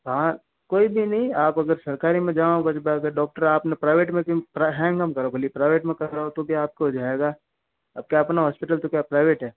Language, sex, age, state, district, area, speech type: Hindi, male, 60+, Rajasthan, Jodhpur, urban, conversation